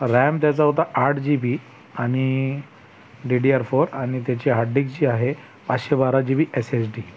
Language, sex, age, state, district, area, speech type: Marathi, male, 30-45, Maharashtra, Thane, urban, spontaneous